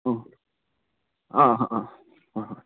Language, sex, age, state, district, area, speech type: Manipuri, male, 30-45, Manipur, Kakching, rural, conversation